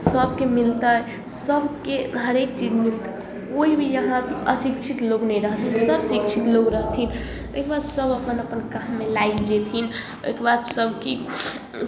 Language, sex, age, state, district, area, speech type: Maithili, female, 18-30, Bihar, Samastipur, urban, spontaneous